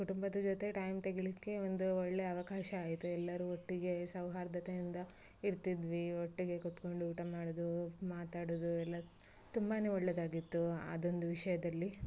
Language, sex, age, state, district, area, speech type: Kannada, female, 30-45, Karnataka, Udupi, rural, spontaneous